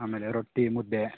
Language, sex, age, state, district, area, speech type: Kannada, male, 45-60, Karnataka, Davanagere, urban, conversation